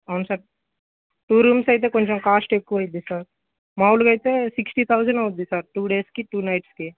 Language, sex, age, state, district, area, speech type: Telugu, male, 18-30, Andhra Pradesh, Guntur, urban, conversation